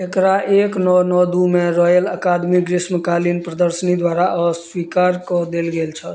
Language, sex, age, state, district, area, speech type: Maithili, male, 30-45, Bihar, Madhubani, rural, read